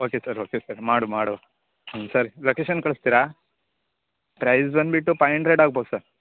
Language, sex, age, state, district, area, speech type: Kannada, male, 18-30, Karnataka, Uttara Kannada, rural, conversation